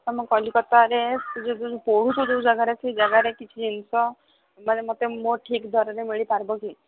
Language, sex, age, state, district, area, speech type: Odia, female, 18-30, Odisha, Sambalpur, rural, conversation